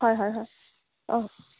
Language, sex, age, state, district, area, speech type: Assamese, female, 18-30, Assam, Charaideo, urban, conversation